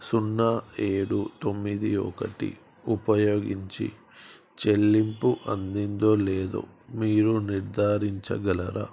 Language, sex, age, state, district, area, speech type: Telugu, male, 30-45, Andhra Pradesh, Krishna, urban, read